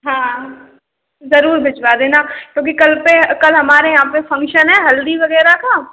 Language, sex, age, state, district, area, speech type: Hindi, female, 18-30, Rajasthan, Karauli, urban, conversation